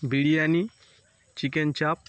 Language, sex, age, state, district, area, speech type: Bengali, male, 18-30, West Bengal, Howrah, urban, spontaneous